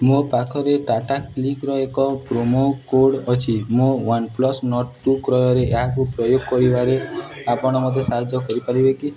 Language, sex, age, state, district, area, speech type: Odia, male, 18-30, Odisha, Nuapada, urban, read